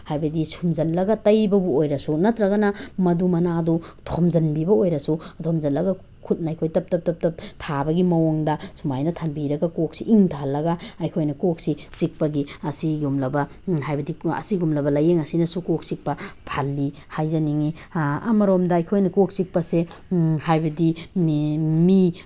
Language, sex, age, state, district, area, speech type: Manipuri, female, 30-45, Manipur, Tengnoupal, rural, spontaneous